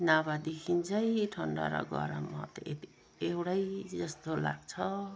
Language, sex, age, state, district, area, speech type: Nepali, female, 60+, West Bengal, Jalpaiguri, urban, spontaneous